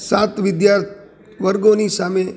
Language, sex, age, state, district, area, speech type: Gujarati, male, 45-60, Gujarat, Amreli, rural, spontaneous